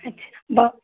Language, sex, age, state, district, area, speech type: Hindi, female, 45-60, Uttar Pradesh, Pratapgarh, rural, conversation